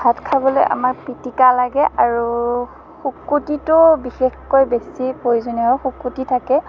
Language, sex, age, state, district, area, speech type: Assamese, female, 30-45, Assam, Morigaon, rural, spontaneous